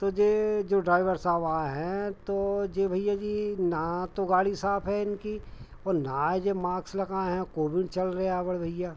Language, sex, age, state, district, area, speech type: Hindi, male, 45-60, Madhya Pradesh, Hoshangabad, rural, spontaneous